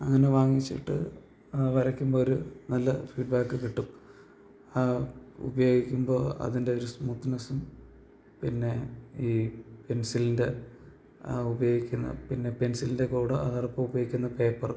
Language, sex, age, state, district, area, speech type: Malayalam, male, 18-30, Kerala, Thiruvananthapuram, rural, spontaneous